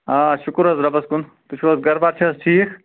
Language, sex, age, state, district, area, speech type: Kashmiri, male, 45-60, Jammu and Kashmir, Ganderbal, rural, conversation